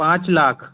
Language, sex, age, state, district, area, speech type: Hindi, male, 18-30, Madhya Pradesh, Gwalior, urban, conversation